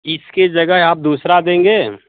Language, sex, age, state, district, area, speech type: Hindi, male, 45-60, Uttar Pradesh, Mau, urban, conversation